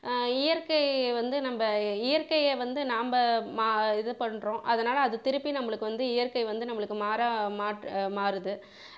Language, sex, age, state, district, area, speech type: Tamil, female, 45-60, Tamil Nadu, Viluppuram, urban, spontaneous